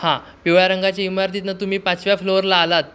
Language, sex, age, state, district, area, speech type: Marathi, male, 18-30, Maharashtra, Sindhudurg, rural, spontaneous